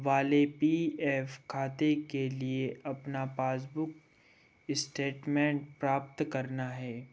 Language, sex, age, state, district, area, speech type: Hindi, male, 18-30, Madhya Pradesh, Betul, rural, read